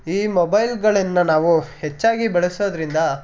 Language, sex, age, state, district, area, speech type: Kannada, male, 18-30, Karnataka, Mysore, rural, spontaneous